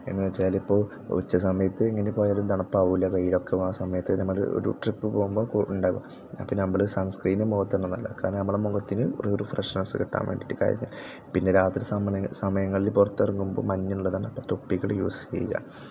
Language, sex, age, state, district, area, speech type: Malayalam, male, 18-30, Kerala, Thrissur, rural, spontaneous